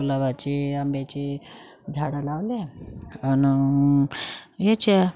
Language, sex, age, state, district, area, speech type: Marathi, female, 30-45, Maharashtra, Wardha, rural, spontaneous